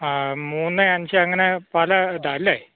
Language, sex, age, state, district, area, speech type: Malayalam, male, 45-60, Kerala, Idukki, rural, conversation